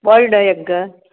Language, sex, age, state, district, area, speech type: Kannada, female, 60+, Karnataka, Gadag, rural, conversation